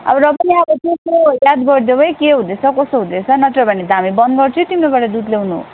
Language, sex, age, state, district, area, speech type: Nepali, female, 18-30, West Bengal, Darjeeling, rural, conversation